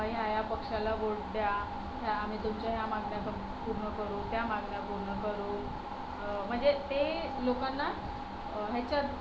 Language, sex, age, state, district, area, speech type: Marathi, female, 18-30, Maharashtra, Solapur, urban, spontaneous